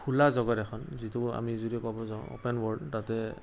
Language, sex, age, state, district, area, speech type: Assamese, male, 45-60, Assam, Morigaon, rural, spontaneous